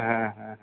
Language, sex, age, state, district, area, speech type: Bengali, male, 45-60, West Bengal, South 24 Parganas, urban, conversation